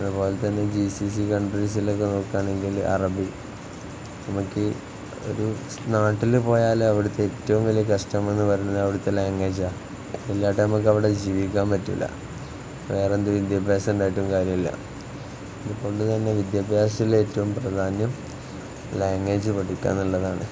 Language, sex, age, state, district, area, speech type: Malayalam, male, 18-30, Kerala, Kozhikode, rural, spontaneous